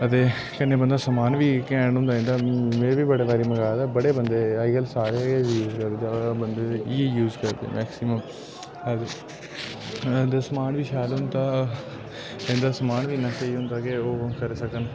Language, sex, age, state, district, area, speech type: Dogri, male, 18-30, Jammu and Kashmir, Udhampur, rural, spontaneous